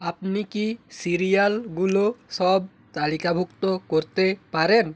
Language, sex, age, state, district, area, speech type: Bengali, male, 18-30, West Bengal, North 24 Parganas, rural, read